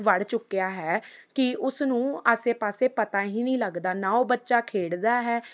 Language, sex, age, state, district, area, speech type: Punjabi, female, 18-30, Punjab, Faridkot, urban, spontaneous